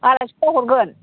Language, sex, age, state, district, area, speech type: Bodo, female, 60+, Assam, Chirang, rural, conversation